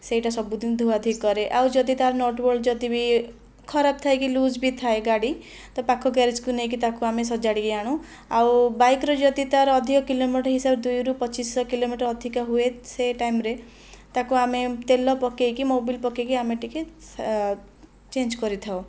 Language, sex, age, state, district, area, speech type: Odia, female, 30-45, Odisha, Kandhamal, rural, spontaneous